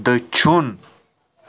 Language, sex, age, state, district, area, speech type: Kashmiri, male, 18-30, Jammu and Kashmir, Srinagar, urban, read